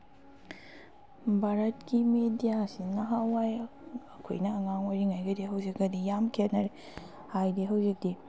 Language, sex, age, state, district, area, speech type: Manipuri, female, 18-30, Manipur, Kakching, rural, spontaneous